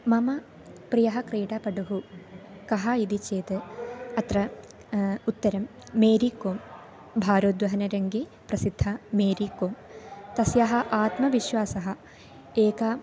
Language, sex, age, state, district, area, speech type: Sanskrit, female, 18-30, Kerala, Palakkad, rural, spontaneous